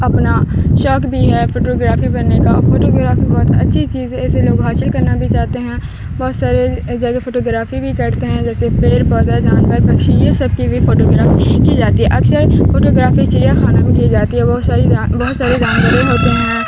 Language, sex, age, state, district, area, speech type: Urdu, female, 18-30, Bihar, Supaul, rural, spontaneous